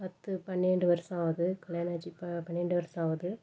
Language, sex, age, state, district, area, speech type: Tamil, female, 30-45, Tamil Nadu, Dharmapuri, urban, spontaneous